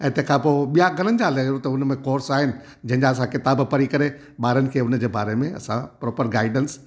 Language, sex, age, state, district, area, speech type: Sindhi, male, 60+, Gujarat, Junagadh, rural, spontaneous